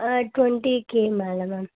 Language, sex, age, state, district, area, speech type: Tamil, female, 18-30, Tamil Nadu, Chennai, urban, conversation